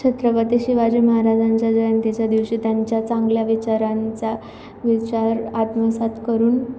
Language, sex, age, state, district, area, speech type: Marathi, female, 18-30, Maharashtra, Nanded, rural, spontaneous